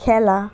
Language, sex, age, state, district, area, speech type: Bengali, female, 45-60, West Bengal, Purba Medinipur, rural, read